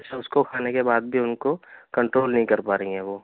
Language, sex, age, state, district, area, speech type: Urdu, male, 18-30, Delhi, South Delhi, urban, conversation